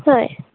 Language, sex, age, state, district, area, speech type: Assamese, female, 18-30, Assam, Sonitpur, rural, conversation